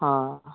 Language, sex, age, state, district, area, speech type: Dogri, male, 18-30, Jammu and Kashmir, Udhampur, rural, conversation